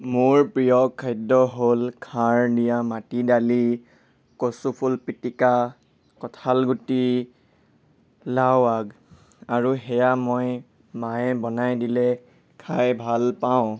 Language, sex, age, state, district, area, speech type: Assamese, male, 30-45, Assam, Nagaon, rural, spontaneous